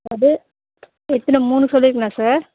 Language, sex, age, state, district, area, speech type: Tamil, female, 30-45, Tamil Nadu, Tiruvannamalai, rural, conversation